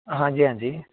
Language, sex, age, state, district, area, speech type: Punjabi, male, 18-30, Punjab, Muktsar, rural, conversation